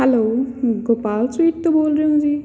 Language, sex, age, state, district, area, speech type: Punjabi, female, 18-30, Punjab, Patiala, rural, spontaneous